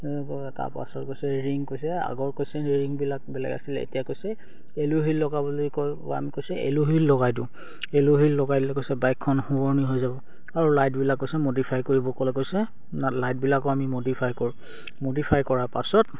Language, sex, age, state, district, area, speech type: Assamese, male, 18-30, Assam, Charaideo, rural, spontaneous